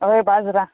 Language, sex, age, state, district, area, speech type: Goan Konkani, female, 30-45, Goa, Quepem, rural, conversation